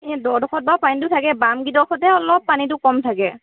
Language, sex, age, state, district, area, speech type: Assamese, female, 45-60, Assam, Lakhimpur, rural, conversation